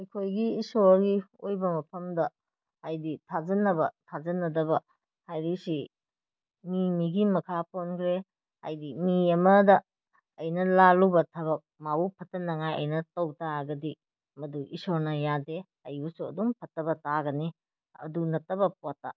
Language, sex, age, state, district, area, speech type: Manipuri, female, 30-45, Manipur, Kakching, rural, spontaneous